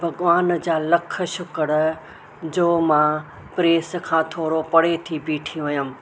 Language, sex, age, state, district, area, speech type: Sindhi, female, 60+, Maharashtra, Mumbai Suburban, urban, spontaneous